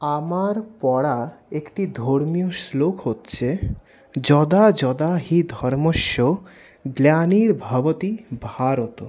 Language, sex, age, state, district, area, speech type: Bengali, male, 18-30, West Bengal, Paschim Bardhaman, urban, spontaneous